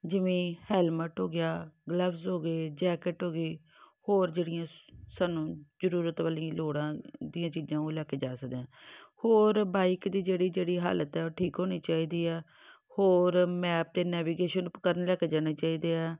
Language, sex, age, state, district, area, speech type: Punjabi, female, 45-60, Punjab, Tarn Taran, urban, spontaneous